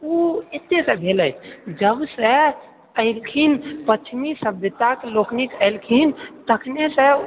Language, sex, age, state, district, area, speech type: Maithili, male, 30-45, Bihar, Purnia, rural, conversation